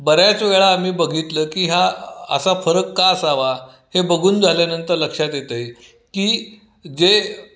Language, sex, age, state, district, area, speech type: Marathi, male, 60+, Maharashtra, Kolhapur, urban, spontaneous